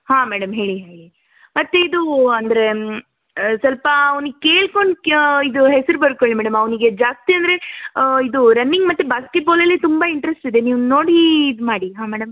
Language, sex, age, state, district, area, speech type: Kannada, female, 18-30, Karnataka, Shimoga, rural, conversation